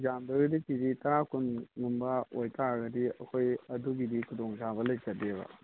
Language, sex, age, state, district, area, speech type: Manipuri, male, 45-60, Manipur, Imphal East, rural, conversation